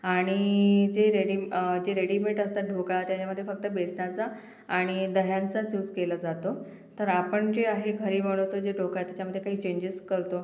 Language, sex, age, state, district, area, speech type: Marathi, female, 45-60, Maharashtra, Yavatmal, urban, spontaneous